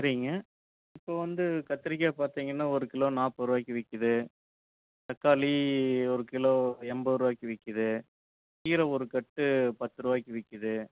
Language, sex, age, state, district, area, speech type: Tamil, male, 30-45, Tamil Nadu, Erode, rural, conversation